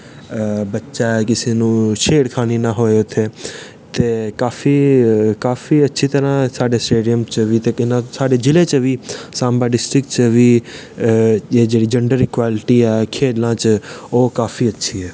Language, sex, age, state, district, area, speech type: Dogri, male, 18-30, Jammu and Kashmir, Samba, rural, spontaneous